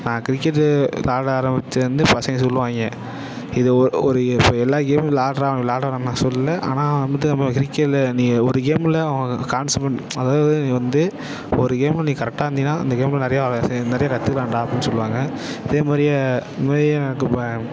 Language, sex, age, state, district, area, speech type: Tamil, male, 18-30, Tamil Nadu, Ariyalur, rural, spontaneous